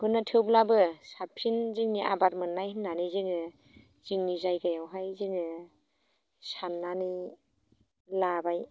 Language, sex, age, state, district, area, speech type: Bodo, female, 30-45, Assam, Baksa, rural, spontaneous